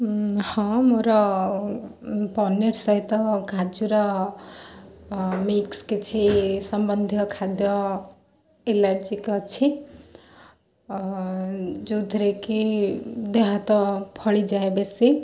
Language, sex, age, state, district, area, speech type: Odia, female, 18-30, Odisha, Kendrapara, urban, spontaneous